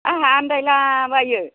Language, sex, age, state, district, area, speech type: Bodo, female, 60+, Assam, Kokrajhar, rural, conversation